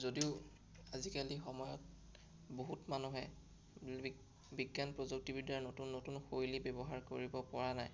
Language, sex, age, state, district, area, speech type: Assamese, male, 18-30, Assam, Sonitpur, rural, spontaneous